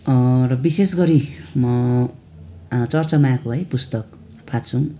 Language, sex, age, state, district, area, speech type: Nepali, male, 18-30, West Bengal, Darjeeling, rural, spontaneous